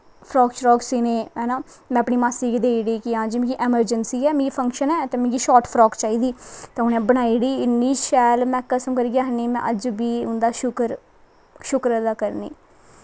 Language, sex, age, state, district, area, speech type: Dogri, female, 18-30, Jammu and Kashmir, Kathua, rural, spontaneous